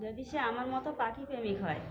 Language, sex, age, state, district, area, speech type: Bengali, female, 45-60, West Bengal, Birbhum, urban, spontaneous